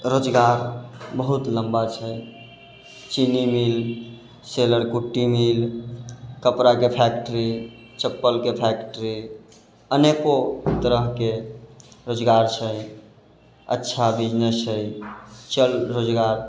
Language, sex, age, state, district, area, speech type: Maithili, male, 18-30, Bihar, Sitamarhi, rural, spontaneous